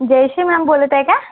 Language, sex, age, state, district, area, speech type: Marathi, female, 45-60, Maharashtra, Yavatmal, rural, conversation